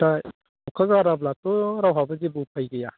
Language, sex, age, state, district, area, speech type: Bodo, male, 45-60, Assam, Baksa, rural, conversation